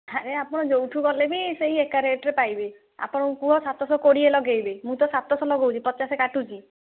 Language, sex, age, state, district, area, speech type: Odia, female, 30-45, Odisha, Bhadrak, rural, conversation